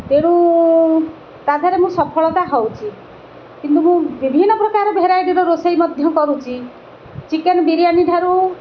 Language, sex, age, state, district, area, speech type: Odia, female, 60+, Odisha, Kendrapara, urban, spontaneous